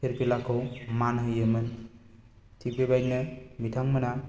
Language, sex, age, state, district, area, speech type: Bodo, male, 18-30, Assam, Baksa, rural, spontaneous